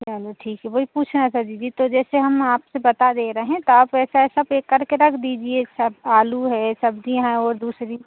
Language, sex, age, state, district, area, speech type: Hindi, female, 30-45, Madhya Pradesh, Seoni, urban, conversation